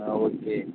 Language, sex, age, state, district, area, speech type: Tamil, male, 30-45, Tamil Nadu, Mayiladuthurai, urban, conversation